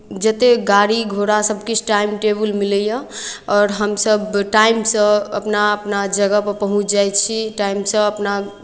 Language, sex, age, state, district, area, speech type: Maithili, female, 18-30, Bihar, Darbhanga, rural, spontaneous